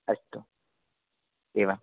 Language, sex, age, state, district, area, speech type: Sanskrit, male, 18-30, Kerala, Kannur, rural, conversation